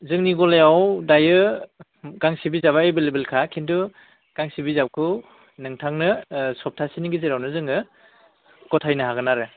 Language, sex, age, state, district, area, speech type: Bodo, male, 18-30, Assam, Udalguri, rural, conversation